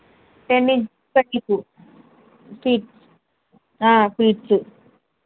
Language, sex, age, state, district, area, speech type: Telugu, female, 30-45, Telangana, Jangaon, rural, conversation